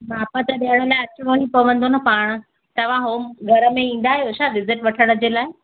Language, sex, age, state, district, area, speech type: Sindhi, female, 30-45, Maharashtra, Thane, urban, conversation